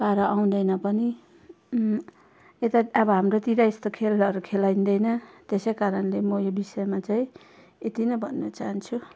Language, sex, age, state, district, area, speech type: Nepali, female, 30-45, West Bengal, Darjeeling, rural, spontaneous